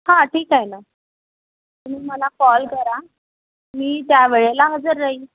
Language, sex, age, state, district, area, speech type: Marathi, female, 30-45, Maharashtra, Nagpur, urban, conversation